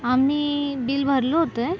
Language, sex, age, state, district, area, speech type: Marathi, female, 18-30, Maharashtra, Nashik, urban, spontaneous